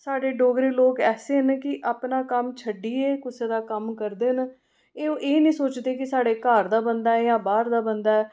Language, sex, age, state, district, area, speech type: Dogri, female, 30-45, Jammu and Kashmir, Reasi, urban, spontaneous